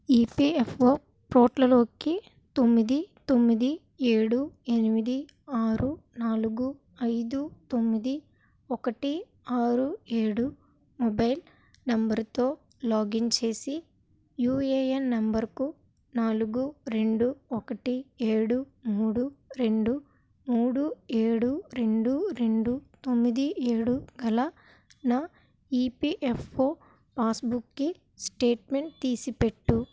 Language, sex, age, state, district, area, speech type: Telugu, female, 18-30, Andhra Pradesh, Kakinada, rural, read